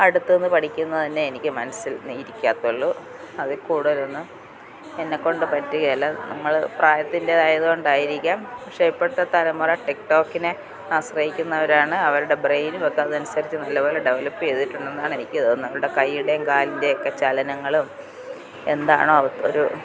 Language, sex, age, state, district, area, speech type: Malayalam, female, 45-60, Kerala, Kottayam, rural, spontaneous